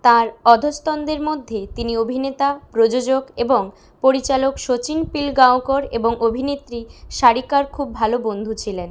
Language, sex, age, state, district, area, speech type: Bengali, female, 18-30, West Bengal, Bankura, rural, read